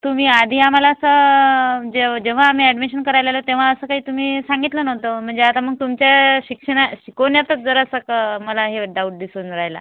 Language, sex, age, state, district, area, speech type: Marathi, female, 45-60, Maharashtra, Washim, rural, conversation